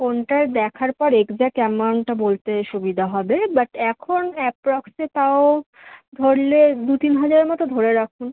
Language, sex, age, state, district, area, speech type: Bengali, female, 18-30, West Bengal, Kolkata, urban, conversation